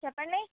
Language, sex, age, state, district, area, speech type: Telugu, female, 45-60, Andhra Pradesh, Visakhapatnam, urban, conversation